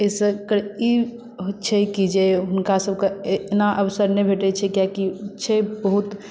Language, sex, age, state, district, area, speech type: Maithili, female, 18-30, Bihar, Madhubani, rural, spontaneous